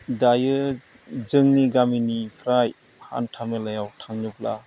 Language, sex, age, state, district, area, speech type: Bodo, male, 45-60, Assam, Udalguri, rural, spontaneous